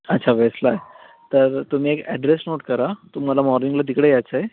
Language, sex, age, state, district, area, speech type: Marathi, male, 30-45, Maharashtra, Thane, urban, conversation